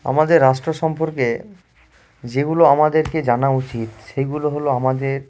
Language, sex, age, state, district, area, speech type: Bengali, male, 18-30, West Bengal, Murshidabad, urban, spontaneous